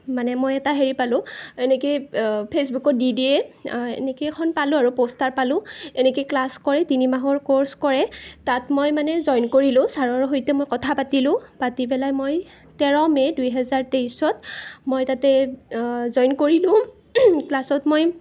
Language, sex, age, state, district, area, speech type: Assamese, female, 18-30, Assam, Nalbari, rural, spontaneous